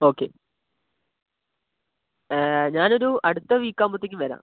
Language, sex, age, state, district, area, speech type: Malayalam, male, 18-30, Kerala, Wayanad, rural, conversation